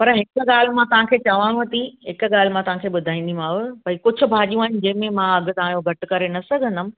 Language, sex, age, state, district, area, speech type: Sindhi, female, 45-60, Gujarat, Surat, urban, conversation